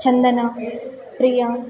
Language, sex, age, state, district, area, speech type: Telugu, female, 18-30, Telangana, Suryapet, urban, spontaneous